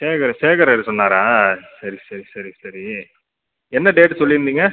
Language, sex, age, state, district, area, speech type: Tamil, male, 18-30, Tamil Nadu, Viluppuram, urban, conversation